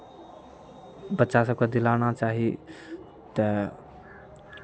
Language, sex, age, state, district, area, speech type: Maithili, male, 18-30, Bihar, Araria, urban, spontaneous